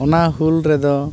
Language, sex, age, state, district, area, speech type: Santali, male, 30-45, Jharkhand, East Singhbhum, rural, spontaneous